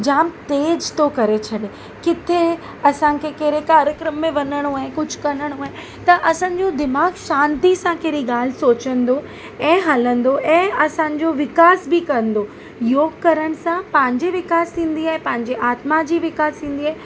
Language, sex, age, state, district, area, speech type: Sindhi, female, 30-45, Maharashtra, Mumbai Suburban, urban, spontaneous